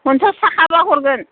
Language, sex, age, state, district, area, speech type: Bodo, female, 60+, Assam, Chirang, rural, conversation